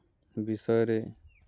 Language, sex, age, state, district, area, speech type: Odia, male, 30-45, Odisha, Nuapada, urban, spontaneous